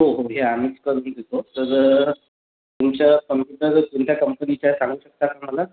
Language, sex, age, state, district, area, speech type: Marathi, male, 45-60, Maharashtra, Nagpur, rural, conversation